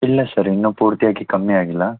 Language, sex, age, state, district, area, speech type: Kannada, male, 18-30, Karnataka, Davanagere, rural, conversation